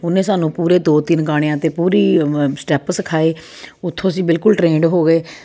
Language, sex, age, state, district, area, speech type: Punjabi, female, 30-45, Punjab, Jalandhar, urban, spontaneous